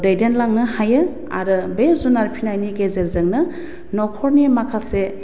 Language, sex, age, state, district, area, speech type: Bodo, female, 30-45, Assam, Baksa, urban, spontaneous